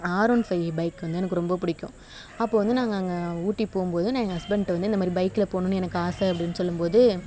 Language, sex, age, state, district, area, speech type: Tamil, female, 30-45, Tamil Nadu, Tiruvarur, urban, spontaneous